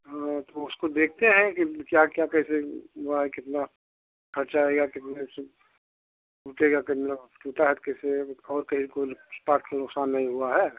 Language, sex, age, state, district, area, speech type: Hindi, male, 60+, Uttar Pradesh, Ayodhya, rural, conversation